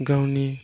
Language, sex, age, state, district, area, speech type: Bodo, male, 18-30, Assam, Chirang, rural, spontaneous